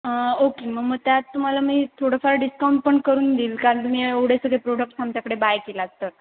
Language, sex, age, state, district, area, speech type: Marathi, female, 18-30, Maharashtra, Sindhudurg, urban, conversation